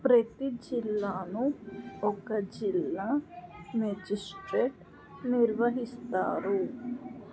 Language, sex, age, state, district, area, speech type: Telugu, female, 18-30, Andhra Pradesh, Krishna, rural, read